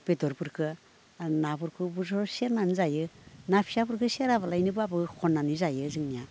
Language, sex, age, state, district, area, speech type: Bodo, female, 60+, Assam, Udalguri, rural, spontaneous